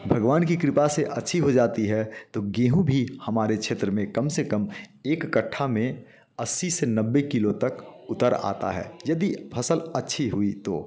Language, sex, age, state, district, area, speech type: Hindi, male, 45-60, Bihar, Muzaffarpur, urban, spontaneous